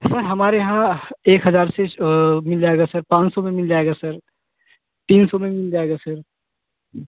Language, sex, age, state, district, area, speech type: Hindi, male, 30-45, Uttar Pradesh, Jaunpur, rural, conversation